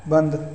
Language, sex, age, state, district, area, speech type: Hindi, male, 30-45, Bihar, Begusarai, rural, read